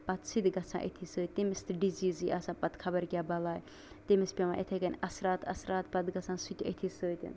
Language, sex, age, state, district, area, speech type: Kashmiri, female, 18-30, Jammu and Kashmir, Bandipora, rural, spontaneous